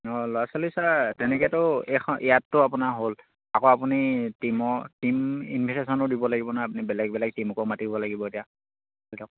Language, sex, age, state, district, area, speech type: Assamese, male, 18-30, Assam, Charaideo, rural, conversation